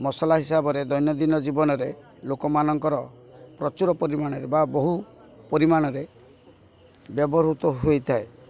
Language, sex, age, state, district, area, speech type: Odia, male, 45-60, Odisha, Kendrapara, urban, spontaneous